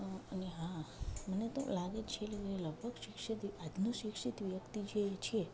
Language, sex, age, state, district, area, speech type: Gujarati, female, 30-45, Gujarat, Junagadh, rural, spontaneous